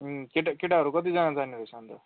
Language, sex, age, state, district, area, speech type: Nepali, male, 30-45, West Bengal, Jalpaiguri, rural, conversation